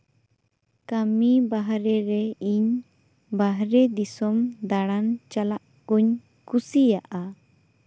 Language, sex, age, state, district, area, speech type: Santali, female, 18-30, West Bengal, Bankura, rural, spontaneous